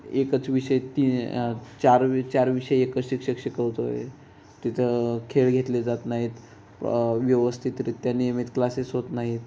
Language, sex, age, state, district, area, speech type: Marathi, male, 18-30, Maharashtra, Ratnagiri, rural, spontaneous